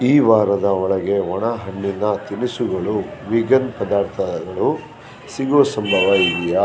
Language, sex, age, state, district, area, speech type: Kannada, male, 60+, Karnataka, Shimoga, rural, read